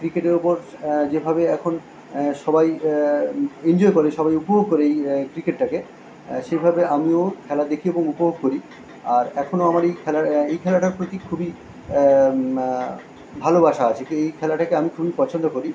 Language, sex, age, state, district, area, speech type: Bengali, male, 45-60, West Bengal, Kolkata, urban, spontaneous